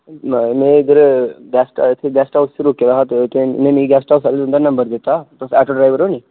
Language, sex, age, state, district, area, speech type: Dogri, male, 18-30, Jammu and Kashmir, Reasi, rural, conversation